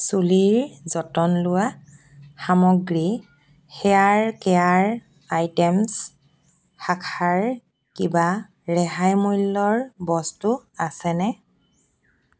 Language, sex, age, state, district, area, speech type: Assamese, female, 30-45, Assam, Golaghat, urban, read